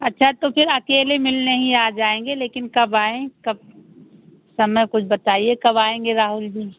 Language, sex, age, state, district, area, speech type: Hindi, female, 60+, Uttar Pradesh, Ayodhya, rural, conversation